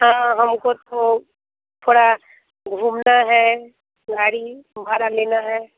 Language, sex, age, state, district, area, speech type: Hindi, female, 30-45, Bihar, Muzaffarpur, rural, conversation